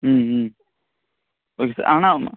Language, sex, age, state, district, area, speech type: Tamil, male, 18-30, Tamil Nadu, Namakkal, rural, conversation